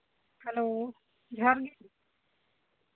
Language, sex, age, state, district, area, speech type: Santali, female, 30-45, Jharkhand, Pakur, rural, conversation